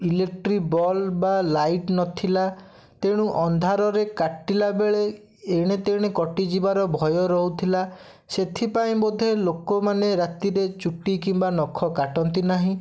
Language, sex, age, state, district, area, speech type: Odia, male, 18-30, Odisha, Bhadrak, rural, spontaneous